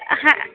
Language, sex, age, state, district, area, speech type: Punjabi, female, 18-30, Punjab, Faridkot, urban, conversation